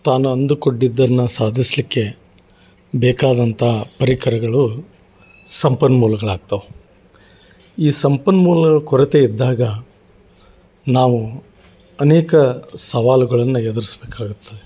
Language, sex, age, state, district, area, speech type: Kannada, male, 45-60, Karnataka, Gadag, rural, spontaneous